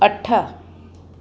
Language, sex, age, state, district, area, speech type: Sindhi, female, 45-60, Maharashtra, Mumbai Suburban, urban, read